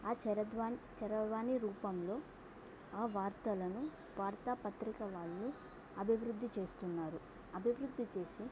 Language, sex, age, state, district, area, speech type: Telugu, female, 18-30, Telangana, Mulugu, rural, spontaneous